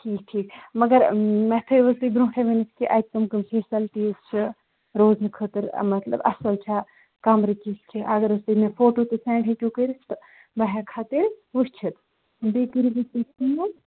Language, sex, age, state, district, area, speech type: Kashmiri, female, 30-45, Jammu and Kashmir, Kupwara, rural, conversation